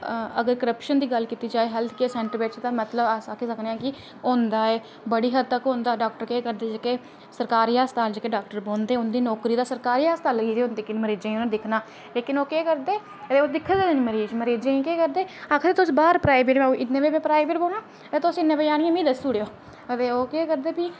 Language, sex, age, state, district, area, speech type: Dogri, female, 30-45, Jammu and Kashmir, Reasi, rural, spontaneous